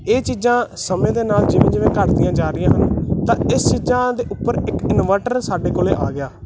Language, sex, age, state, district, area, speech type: Punjabi, male, 18-30, Punjab, Muktsar, urban, spontaneous